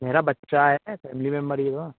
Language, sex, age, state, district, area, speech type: Hindi, male, 18-30, Rajasthan, Bharatpur, urban, conversation